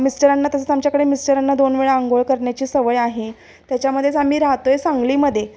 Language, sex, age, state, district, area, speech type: Marathi, female, 30-45, Maharashtra, Sangli, urban, spontaneous